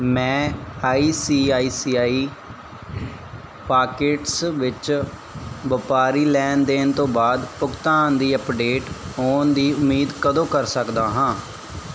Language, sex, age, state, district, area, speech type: Punjabi, male, 18-30, Punjab, Barnala, rural, read